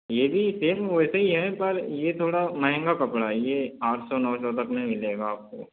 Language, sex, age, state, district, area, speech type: Hindi, male, 60+, Madhya Pradesh, Balaghat, rural, conversation